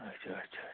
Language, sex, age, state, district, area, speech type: Kashmiri, male, 30-45, Jammu and Kashmir, Anantnag, rural, conversation